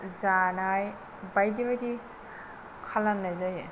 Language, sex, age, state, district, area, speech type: Bodo, female, 18-30, Assam, Kokrajhar, rural, spontaneous